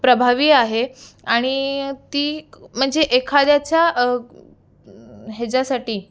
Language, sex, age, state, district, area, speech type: Marathi, female, 18-30, Maharashtra, Raigad, urban, spontaneous